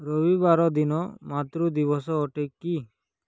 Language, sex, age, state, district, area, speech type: Odia, male, 18-30, Odisha, Kalahandi, rural, read